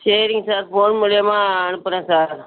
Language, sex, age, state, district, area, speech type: Tamil, female, 45-60, Tamil Nadu, Nagapattinam, rural, conversation